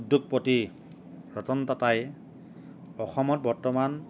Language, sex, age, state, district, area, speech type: Assamese, male, 45-60, Assam, Lakhimpur, rural, spontaneous